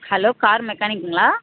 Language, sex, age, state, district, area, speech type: Tamil, female, 60+, Tamil Nadu, Tenkasi, urban, conversation